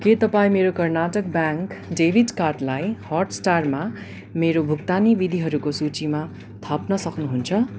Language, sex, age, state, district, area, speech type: Nepali, male, 18-30, West Bengal, Darjeeling, rural, read